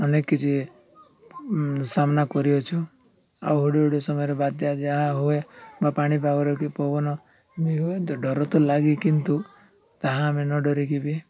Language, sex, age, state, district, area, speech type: Odia, male, 45-60, Odisha, Koraput, urban, spontaneous